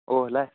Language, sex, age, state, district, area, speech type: Manipuri, male, 45-60, Manipur, Churachandpur, rural, conversation